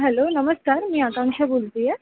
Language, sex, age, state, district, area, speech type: Marathi, female, 18-30, Maharashtra, Jalna, rural, conversation